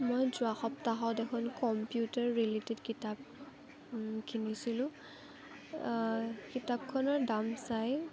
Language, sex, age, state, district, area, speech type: Assamese, female, 18-30, Assam, Kamrup Metropolitan, rural, spontaneous